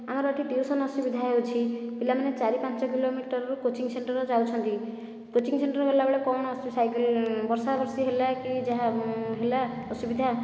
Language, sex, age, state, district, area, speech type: Odia, female, 45-60, Odisha, Nayagarh, rural, spontaneous